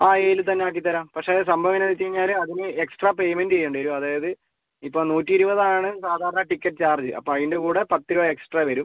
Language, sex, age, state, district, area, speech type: Malayalam, male, 18-30, Kerala, Kozhikode, urban, conversation